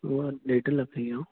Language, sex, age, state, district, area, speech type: Sindhi, male, 30-45, Maharashtra, Thane, urban, conversation